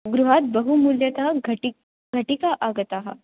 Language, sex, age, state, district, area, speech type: Sanskrit, female, 18-30, Maharashtra, Sangli, rural, conversation